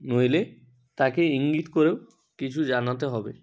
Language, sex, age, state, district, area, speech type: Bengali, male, 30-45, West Bengal, Hooghly, urban, spontaneous